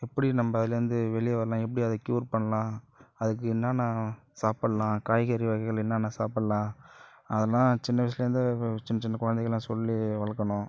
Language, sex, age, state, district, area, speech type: Tamil, male, 30-45, Tamil Nadu, Cuddalore, rural, spontaneous